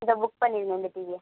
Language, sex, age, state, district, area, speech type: Tamil, female, 18-30, Tamil Nadu, Mayiladuthurai, rural, conversation